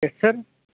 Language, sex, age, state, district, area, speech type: Dogri, male, 30-45, Jammu and Kashmir, Reasi, rural, conversation